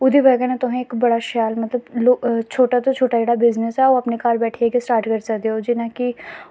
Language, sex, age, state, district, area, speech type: Dogri, female, 18-30, Jammu and Kashmir, Samba, rural, spontaneous